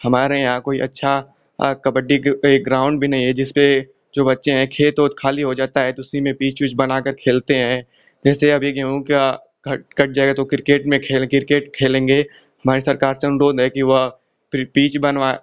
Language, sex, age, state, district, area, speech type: Hindi, male, 18-30, Uttar Pradesh, Ghazipur, rural, spontaneous